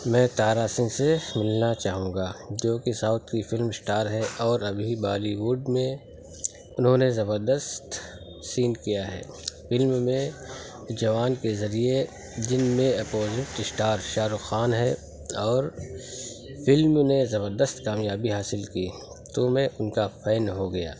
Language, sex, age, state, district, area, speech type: Urdu, male, 45-60, Uttar Pradesh, Lucknow, rural, spontaneous